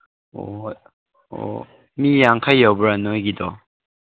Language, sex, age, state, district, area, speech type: Manipuri, male, 18-30, Manipur, Chandel, rural, conversation